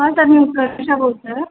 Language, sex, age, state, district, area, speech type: Marathi, female, 18-30, Maharashtra, Mumbai Suburban, urban, conversation